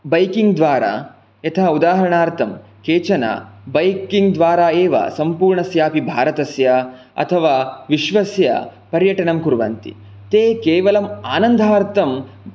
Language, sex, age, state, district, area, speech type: Sanskrit, male, 18-30, Karnataka, Chikkamagaluru, rural, spontaneous